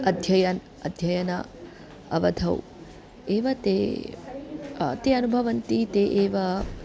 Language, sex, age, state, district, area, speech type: Sanskrit, female, 30-45, Andhra Pradesh, Guntur, urban, spontaneous